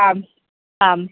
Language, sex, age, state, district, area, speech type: Malayalam, female, 18-30, Kerala, Idukki, rural, conversation